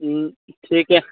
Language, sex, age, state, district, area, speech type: Maithili, male, 18-30, Bihar, Muzaffarpur, rural, conversation